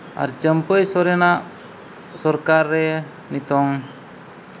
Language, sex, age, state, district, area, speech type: Santali, male, 30-45, Jharkhand, East Singhbhum, rural, spontaneous